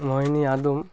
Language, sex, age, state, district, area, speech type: Odia, male, 18-30, Odisha, Malkangiri, urban, spontaneous